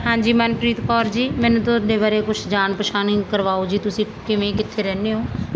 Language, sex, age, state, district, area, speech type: Punjabi, female, 30-45, Punjab, Mansa, rural, spontaneous